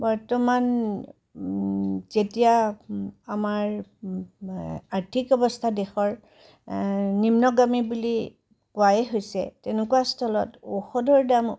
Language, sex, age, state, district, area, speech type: Assamese, female, 60+, Assam, Tinsukia, rural, spontaneous